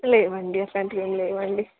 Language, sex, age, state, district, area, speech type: Telugu, female, 18-30, Telangana, Wanaparthy, urban, conversation